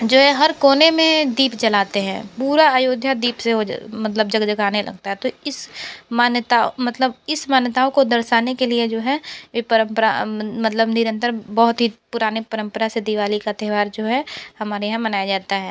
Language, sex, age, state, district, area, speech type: Hindi, female, 18-30, Uttar Pradesh, Sonbhadra, rural, spontaneous